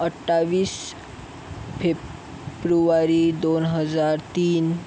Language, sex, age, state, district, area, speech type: Marathi, male, 45-60, Maharashtra, Yavatmal, urban, spontaneous